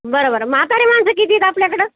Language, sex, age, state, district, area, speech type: Marathi, female, 60+, Maharashtra, Nanded, urban, conversation